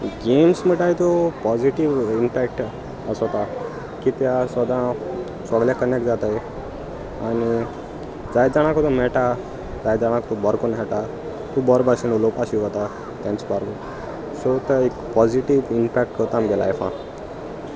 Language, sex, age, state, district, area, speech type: Goan Konkani, male, 18-30, Goa, Salcete, rural, spontaneous